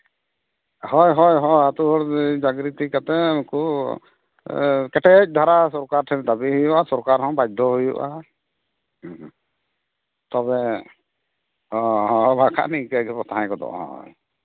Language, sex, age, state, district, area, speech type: Santali, male, 45-60, Jharkhand, East Singhbhum, rural, conversation